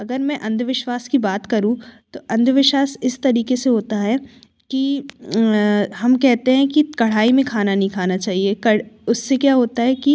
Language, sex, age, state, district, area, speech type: Hindi, female, 18-30, Madhya Pradesh, Jabalpur, urban, spontaneous